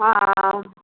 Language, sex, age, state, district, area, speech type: Maithili, female, 45-60, Bihar, Araria, rural, conversation